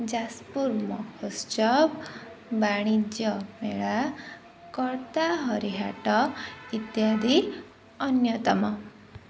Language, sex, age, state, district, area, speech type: Odia, female, 30-45, Odisha, Jajpur, rural, spontaneous